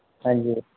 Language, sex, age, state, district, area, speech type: Dogri, male, 18-30, Jammu and Kashmir, Samba, rural, conversation